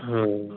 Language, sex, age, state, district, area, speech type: Odia, male, 60+, Odisha, Gajapati, rural, conversation